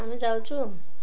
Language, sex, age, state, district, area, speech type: Odia, female, 45-60, Odisha, Ganjam, urban, spontaneous